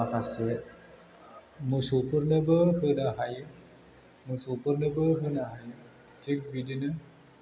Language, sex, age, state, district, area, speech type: Bodo, male, 30-45, Assam, Chirang, rural, spontaneous